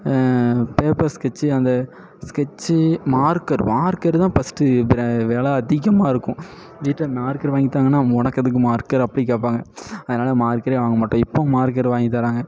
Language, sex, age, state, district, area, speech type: Tamil, male, 18-30, Tamil Nadu, Thoothukudi, rural, spontaneous